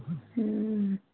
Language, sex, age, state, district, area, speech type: Urdu, female, 18-30, Bihar, Khagaria, rural, conversation